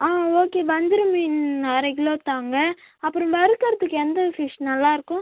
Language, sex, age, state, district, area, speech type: Tamil, female, 18-30, Tamil Nadu, Cuddalore, rural, conversation